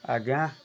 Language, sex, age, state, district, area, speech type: Odia, male, 45-60, Odisha, Kendujhar, urban, spontaneous